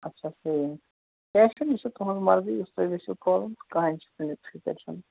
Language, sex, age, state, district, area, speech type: Kashmiri, male, 30-45, Jammu and Kashmir, Kupwara, rural, conversation